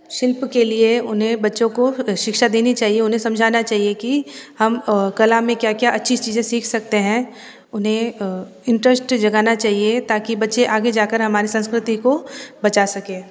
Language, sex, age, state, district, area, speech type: Hindi, female, 30-45, Rajasthan, Jodhpur, urban, spontaneous